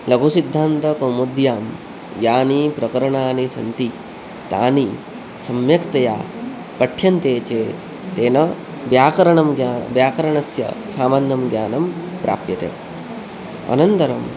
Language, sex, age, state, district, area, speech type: Sanskrit, male, 18-30, West Bengal, Purba Medinipur, rural, spontaneous